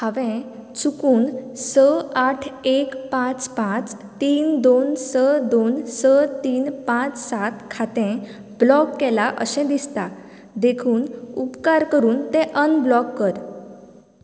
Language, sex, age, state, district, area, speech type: Goan Konkani, female, 18-30, Goa, Canacona, rural, read